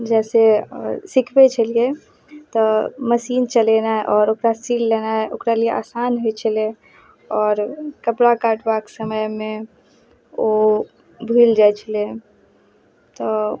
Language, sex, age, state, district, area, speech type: Maithili, female, 30-45, Bihar, Madhubani, rural, spontaneous